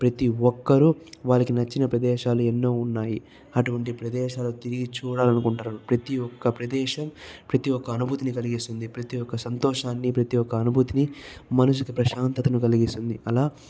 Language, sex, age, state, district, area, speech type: Telugu, male, 30-45, Andhra Pradesh, Chittoor, rural, spontaneous